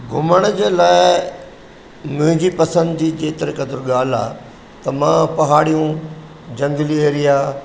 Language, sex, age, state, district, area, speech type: Sindhi, male, 60+, Madhya Pradesh, Katni, rural, spontaneous